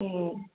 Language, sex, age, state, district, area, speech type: Bodo, female, 45-60, Assam, Chirang, rural, conversation